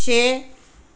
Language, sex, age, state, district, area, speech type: Punjabi, female, 60+, Punjab, Tarn Taran, urban, read